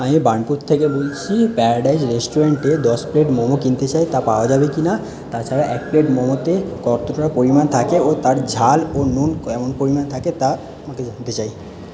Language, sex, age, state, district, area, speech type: Bengali, male, 30-45, West Bengal, Paschim Bardhaman, urban, spontaneous